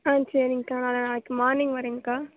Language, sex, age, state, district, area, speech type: Tamil, female, 18-30, Tamil Nadu, Namakkal, rural, conversation